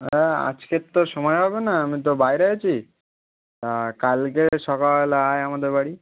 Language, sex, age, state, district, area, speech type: Bengali, male, 18-30, West Bengal, Howrah, urban, conversation